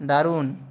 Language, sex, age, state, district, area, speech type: Bengali, male, 18-30, West Bengal, Nadia, rural, read